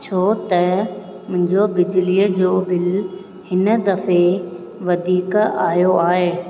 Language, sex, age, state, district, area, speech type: Sindhi, female, 30-45, Rajasthan, Ajmer, urban, spontaneous